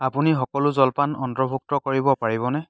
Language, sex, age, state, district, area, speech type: Assamese, male, 30-45, Assam, Dibrugarh, rural, read